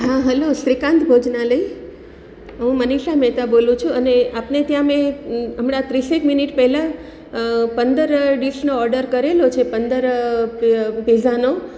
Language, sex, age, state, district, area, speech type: Gujarati, female, 45-60, Gujarat, Surat, rural, spontaneous